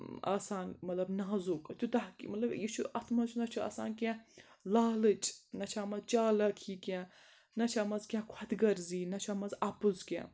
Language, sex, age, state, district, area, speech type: Kashmiri, female, 18-30, Jammu and Kashmir, Srinagar, urban, spontaneous